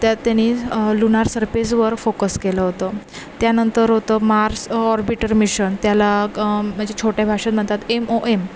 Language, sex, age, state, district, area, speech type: Marathi, female, 18-30, Maharashtra, Ratnagiri, rural, spontaneous